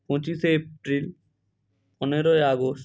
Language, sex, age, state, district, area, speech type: Bengali, male, 30-45, West Bengal, Bankura, urban, spontaneous